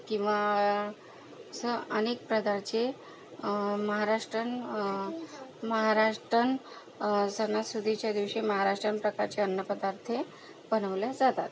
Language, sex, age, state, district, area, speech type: Marathi, female, 45-60, Maharashtra, Akola, rural, spontaneous